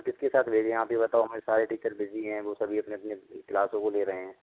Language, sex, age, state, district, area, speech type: Hindi, male, 18-30, Rajasthan, Karauli, rural, conversation